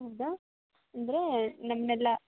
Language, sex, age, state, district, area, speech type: Kannada, female, 18-30, Karnataka, Gadag, urban, conversation